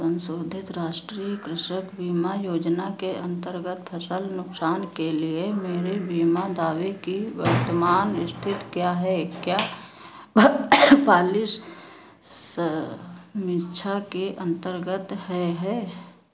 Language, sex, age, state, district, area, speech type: Hindi, female, 60+, Uttar Pradesh, Sitapur, rural, read